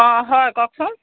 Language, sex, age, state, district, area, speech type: Assamese, female, 45-60, Assam, Jorhat, urban, conversation